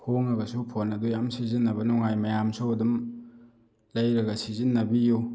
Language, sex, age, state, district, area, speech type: Manipuri, male, 18-30, Manipur, Thoubal, rural, spontaneous